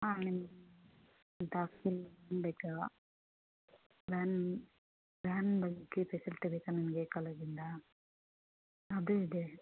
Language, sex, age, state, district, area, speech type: Kannada, female, 30-45, Karnataka, Chitradurga, rural, conversation